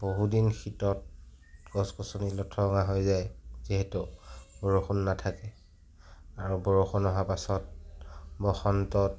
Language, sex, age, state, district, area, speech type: Assamese, male, 60+, Assam, Kamrup Metropolitan, urban, spontaneous